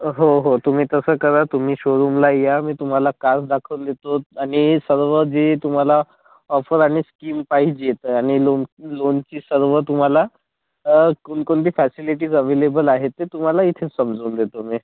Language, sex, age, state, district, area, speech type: Marathi, female, 18-30, Maharashtra, Bhandara, urban, conversation